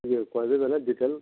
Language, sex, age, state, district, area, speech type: Odia, male, 45-60, Odisha, Nuapada, urban, conversation